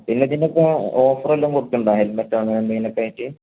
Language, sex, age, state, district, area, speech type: Malayalam, male, 30-45, Kerala, Malappuram, rural, conversation